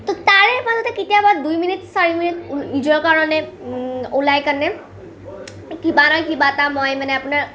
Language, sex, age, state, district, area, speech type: Assamese, female, 18-30, Assam, Nalbari, rural, spontaneous